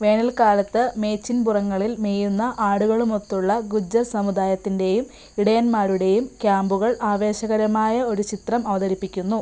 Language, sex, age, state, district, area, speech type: Malayalam, female, 18-30, Kerala, Kottayam, rural, read